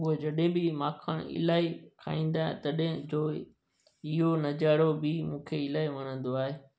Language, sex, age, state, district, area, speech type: Sindhi, male, 30-45, Gujarat, Junagadh, rural, spontaneous